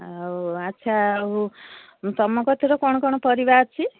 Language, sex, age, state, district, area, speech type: Odia, female, 60+, Odisha, Jharsuguda, rural, conversation